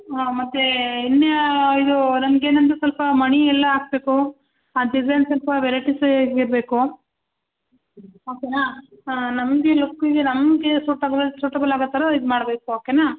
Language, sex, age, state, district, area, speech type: Kannada, female, 30-45, Karnataka, Hassan, urban, conversation